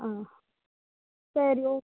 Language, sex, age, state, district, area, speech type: Tamil, female, 18-30, Tamil Nadu, Tirupattur, urban, conversation